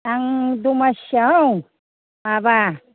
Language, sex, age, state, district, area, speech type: Bodo, female, 60+, Assam, Kokrajhar, rural, conversation